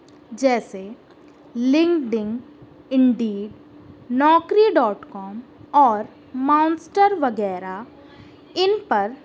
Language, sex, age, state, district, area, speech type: Urdu, female, 18-30, Uttar Pradesh, Balrampur, rural, spontaneous